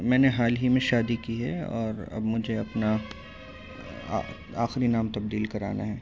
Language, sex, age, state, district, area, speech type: Urdu, male, 18-30, Delhi, North East Delhi, urban, spontaneous